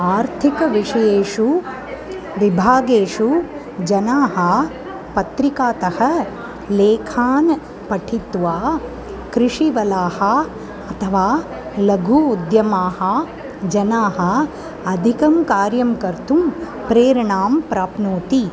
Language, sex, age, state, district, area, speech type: Sanskrit, female, 45-60, Tamil Nadu, Chennai, urban, spontaneous